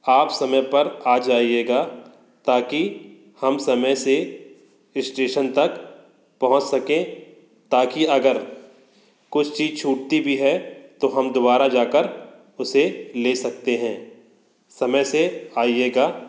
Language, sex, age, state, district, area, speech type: Hindi, male, 30-45, Madhya Pradesh, Katni, urban, spontaneous